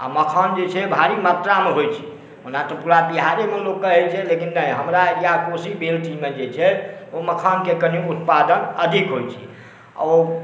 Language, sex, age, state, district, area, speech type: Maithili, male, 45-60, Bihar, Supaul, urban, spontaneous